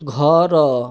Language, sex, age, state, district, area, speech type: Odia, male, 18-30, Odisha, Balasore, rural, read